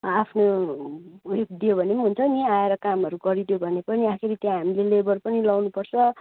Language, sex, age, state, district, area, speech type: Nepali, other, 30-45, West Bengal, Kalimpong, rural, conversation